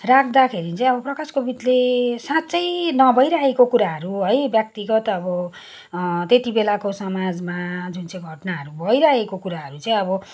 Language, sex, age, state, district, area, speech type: Nepali, female, 30-45, West Bengal, Kalimpong, rural, spontaneous